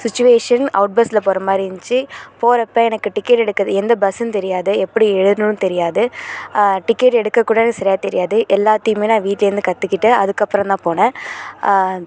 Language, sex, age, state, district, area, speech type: Tamil, female, 18-30, Tamil Nadu, Thanjavur, urban, spontaneous